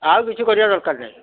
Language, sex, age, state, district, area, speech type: Odia, male, 45-60, Odisha, Nayagarh, rural, conversation